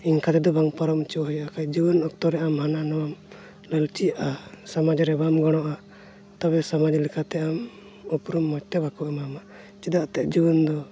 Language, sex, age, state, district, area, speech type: Santali, male, 30-45, Jharkhand, Pakur, rural, spontaneous